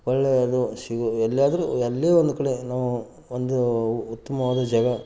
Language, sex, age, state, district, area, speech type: Kannada, male, 30-45, Karnataka, Gadag, rural, spontaneous